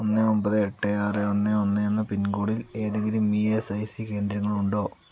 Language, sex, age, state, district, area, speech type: Malayalam, male, 60+, Kerala, Palakkad, rural, read